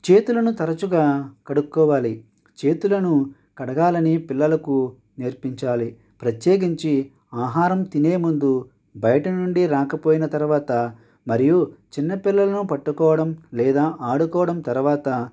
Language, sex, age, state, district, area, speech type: Telugu, male, 60+, Andhra Pradesh, Konaseema, rural, spontaneous